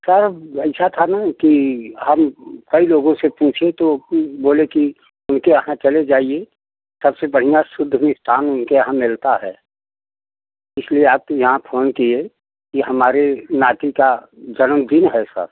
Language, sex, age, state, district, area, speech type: Hindi, male, 60+, Uttar Pradesh, Prayagraj, rural, conversation